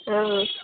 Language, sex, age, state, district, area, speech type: Sindhi, female, 60+, Uttar Pradesh, Lucknow, rural, conversation